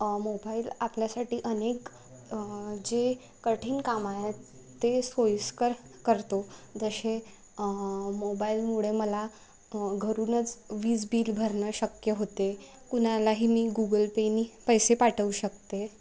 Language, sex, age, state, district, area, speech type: Marathi, female, 18-30, Maharashtra, Wardha, rural, spontaneous